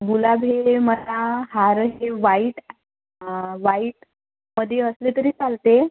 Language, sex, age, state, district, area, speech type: Marathi, female, 18-30, Maharashtra, Wardha, urban, conversation